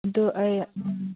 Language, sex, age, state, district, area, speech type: Manipuri, female, 18-30, Manipur, Senapati, urban, conversation